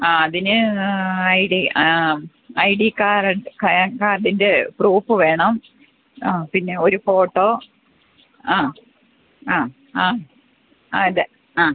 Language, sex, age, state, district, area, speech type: Malayalam, female, 30-45, Kerala, Kollam, rural, conversation